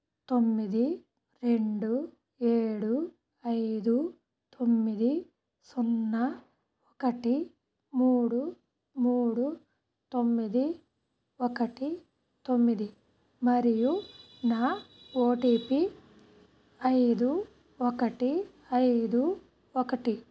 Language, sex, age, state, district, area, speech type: Telugu, female, 30-45, Andhra Pradesh, Krishna, rural, read